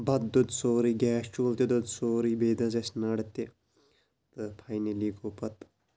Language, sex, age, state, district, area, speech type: Kashmiri, male, 30-45, Jammu and Kashmir, Kulgam, rural, spontaneous